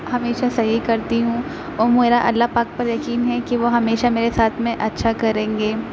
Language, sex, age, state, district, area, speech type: Urdu, female, 30-45, Uttar Pradesh, Aligarh, rural, spontaneous